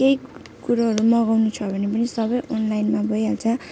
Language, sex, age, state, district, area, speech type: Nepali, female, 18-30, West Bengal, Jalpaiguri, urban, spontaneous